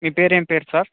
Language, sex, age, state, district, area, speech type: Telugu, male, 18-30, Telangana, Khammam, urban, conversation